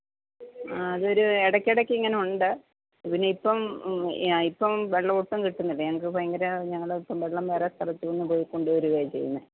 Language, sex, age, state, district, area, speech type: Malayalam, female, 45-60, Kerala, Pathanamthitta, rural, conversation